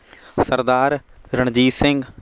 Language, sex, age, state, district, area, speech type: Punjabi, male, 60+, Punjab, Shaheed Bhagat Singh Nagar, urban, spontaneous